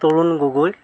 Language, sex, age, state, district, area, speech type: Assamese, male, 45-60, Assam, Jorhat, urban, spontaneous